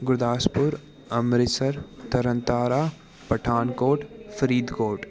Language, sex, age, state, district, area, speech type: Punjabi, male, 18-30, Punjab, Gurdaspur, urban, spontaneous